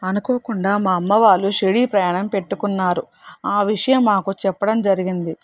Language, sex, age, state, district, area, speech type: Telugu, female, 45-60, Telangana, Hyderabad, urban, spontaneous